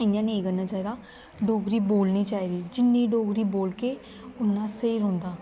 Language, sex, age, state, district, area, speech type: Dogri, female, 18-30, Jammu and Kashmir, Kathua, rural, spontaneous